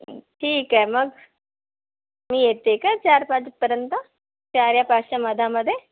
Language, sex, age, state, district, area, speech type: Marathi, female, 60+, Maharashtra, Nagpur, urban, conversation